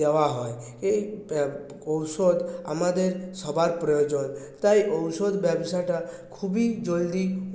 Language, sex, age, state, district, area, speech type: Bengali, male, 30-45, West Bengal, Purulia, urban, spontaneous